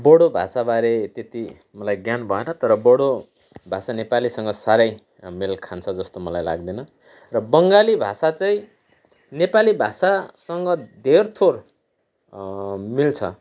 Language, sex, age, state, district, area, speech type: Nepali, male, 45-60, West Bengal, Kalimpong, rural, spontaneous